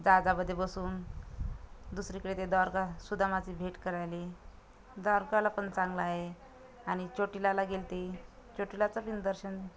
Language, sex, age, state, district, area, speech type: Marathi, other, 30-45, Maharashtra, Washim, rural, spontaneous